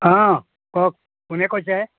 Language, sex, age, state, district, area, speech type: Assamese, male, 60+, Assam, Dibrugarh, rural, conversation